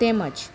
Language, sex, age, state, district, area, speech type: Gujarati, female, 30-45, Gujarat, Narmada, urban, spontaneous